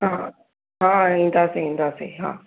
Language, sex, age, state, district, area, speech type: Sindhi, female, 18-30, Gujarat, Surat, urban, conversation